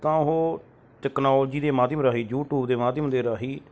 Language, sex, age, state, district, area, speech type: Punjabi, male, 30-45, Punjab, Mansa, urban, spontaneous